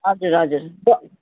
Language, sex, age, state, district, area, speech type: Nepali, female, 30-45, West Bengal, Jalpaiguri, urban, conversation